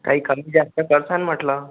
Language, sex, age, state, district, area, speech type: Marathi, male, 18-30, Maharashtra, Akola, rural, conversation